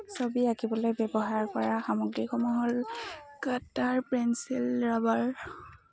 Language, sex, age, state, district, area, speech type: Assamese, female, 18-30, Assam, Lakhimpur, rural, spontaneous